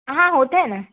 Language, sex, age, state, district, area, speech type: Hindi, female, 30-45, Madhya Pradesh, Balaghat, rural, conversation